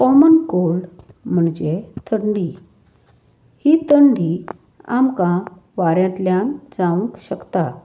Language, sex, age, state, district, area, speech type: Goan Konkani, female, 45-60, Goa, Salcete, rural, spontaneous